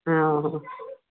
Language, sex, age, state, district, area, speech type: Odia, female, 60+, Odisha, Gajapati, rural, conversation